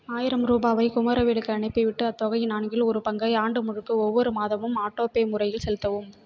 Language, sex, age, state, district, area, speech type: Tamil, female, 18-30, Tamil Nadu, Tiruvarur, rural, read